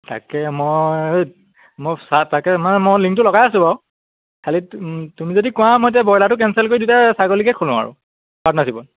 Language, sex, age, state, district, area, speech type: Assamese, male, 18-30, Assam, Majuli, urban, conversation